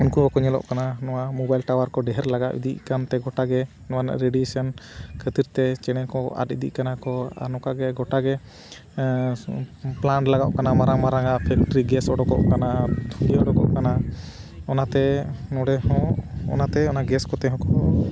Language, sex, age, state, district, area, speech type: Santali, male, 30-45, Jharkhand, Bokaro, rural, spontaneous